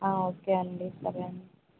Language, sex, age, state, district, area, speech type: Telugu, female, 18-30, Andhra Pradesh, Kadapa, rural, conversation